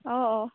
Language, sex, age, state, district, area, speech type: Assamese, female, 18-30, Assam, Lakhimpur, rural, conversation